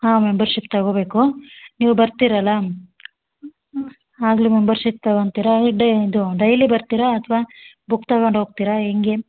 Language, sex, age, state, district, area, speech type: Kannada, female, 30-45, Karnataka, Hassan, urban, conversation